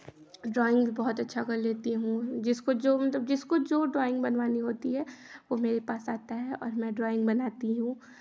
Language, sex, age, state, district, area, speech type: Hindi, female, 18-30, Uttar Pradesh, Chandauli, urban, spontaneous